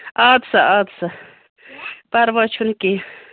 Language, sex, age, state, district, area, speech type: Kashmiri, female, 30-45, Jammu and Kashmir, Ganderbal, rural, conversation